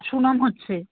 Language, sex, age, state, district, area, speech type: Bengali, female, 30-45, West Bengal, Alipurduar, rural, conversation